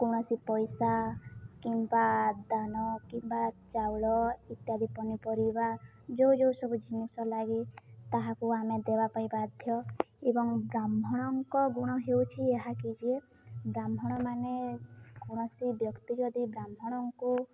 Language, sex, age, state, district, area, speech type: Odia, female, 18-30, Odisha, Balangir, urban, spontaneous